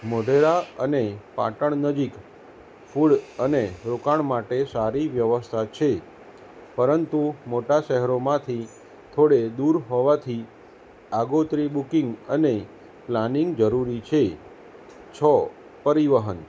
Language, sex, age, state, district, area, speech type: Gujarati, male, 30-45, Gujarat, Kheda, urban, spontaneous